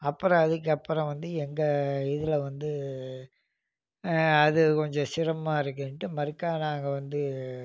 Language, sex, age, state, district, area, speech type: Tamil, male, 45-60, Tamil Nadu, Namakkal, rural, spontaneous